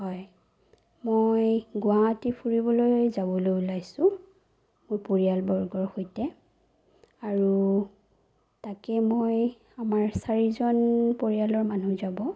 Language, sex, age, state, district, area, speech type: Assamese, female, 30-45, Assam, Sonitpur, rural, spontaneous